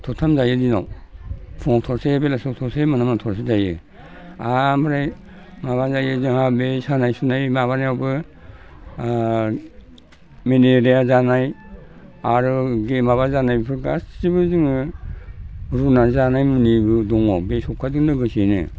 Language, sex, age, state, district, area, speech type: Bodo, male, 60+, Assam, Udalguri, rural, spontaneous